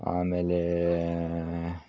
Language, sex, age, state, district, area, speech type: Kannada, male, 30-45, Karnataka, Vijayanagara, rural, spontaneous